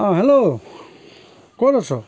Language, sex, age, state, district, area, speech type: Assamese, male, 45-60, Assam, Sivasagar, rural, spontaneous